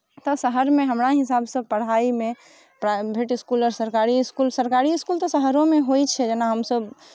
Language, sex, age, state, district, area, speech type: Maithili, female, 18-30, Bihar, Muzaffarpur, urban, spontaneous